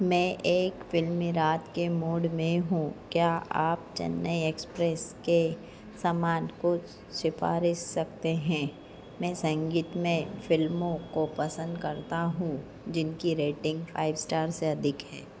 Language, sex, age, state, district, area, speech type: Hindi, female, 45-60, Madhya Pradesh, Harda, urban, read